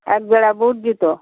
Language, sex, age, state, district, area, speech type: Bengali, female, 45-60, West Bengal, Uttar Dinajpur, urban, conversation